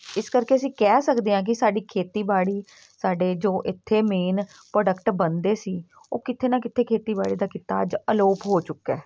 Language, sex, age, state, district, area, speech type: Punjabi, female, 30-45, Punjab, Patiala, rural, spontaneous